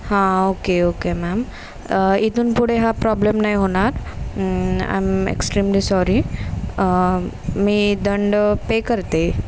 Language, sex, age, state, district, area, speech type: Marathi, female, 18-30, Maharashtra, Ratnagiri, rural, spontaneous